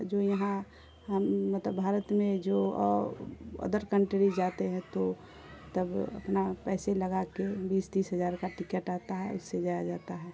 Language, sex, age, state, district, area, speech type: Urdu, female, 30-45, Bihar, Khagaria, rural, spontaneous